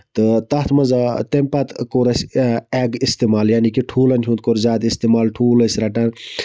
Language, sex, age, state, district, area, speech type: Kashmiri, male, 30-45, Jammu and Kashmir, Budgam, rural, spontaneous